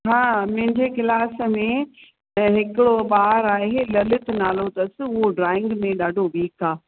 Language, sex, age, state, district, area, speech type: Sindhi, female, 60+, Rajasthan, Ajmer, urban, conversation